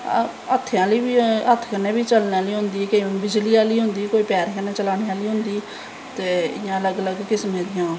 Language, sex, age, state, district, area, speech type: Dogri, female, 30-45, Jammu and Kashmir, Samba, rural, spontaneous